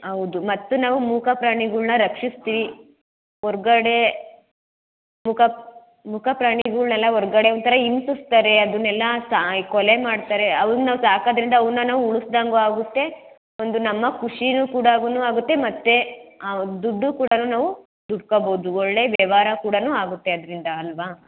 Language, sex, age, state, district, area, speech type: Kannada, female, 18-30, Karnataka, Chitradurga, urban, conversation